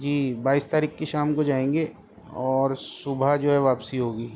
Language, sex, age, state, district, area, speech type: Urdu, male, 30-45, Delhi, East Delhi, urban, spontaneous